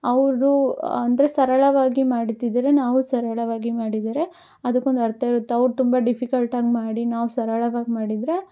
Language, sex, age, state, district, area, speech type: Kannada, female, 18-30, Karnataka, Chitradurga, rural, spontaneous